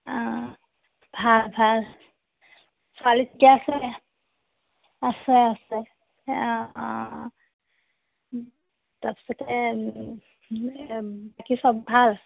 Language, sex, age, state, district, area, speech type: Assamese, female, 30-45, Assam, Majuli, urban, conversation